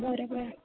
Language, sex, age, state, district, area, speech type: Marathi, female, 18-30, Maharashtra, Nagpur, urban, conversation